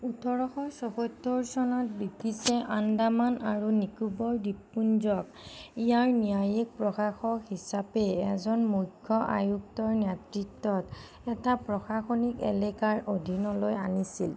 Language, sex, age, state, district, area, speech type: Assamese, female, 30-45, Assam, Nagaon, rural, read